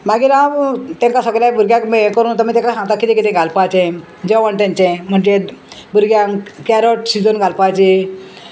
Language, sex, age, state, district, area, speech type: Goan Konkani, female, 60+, Goa, Salcete, rural, spontaneous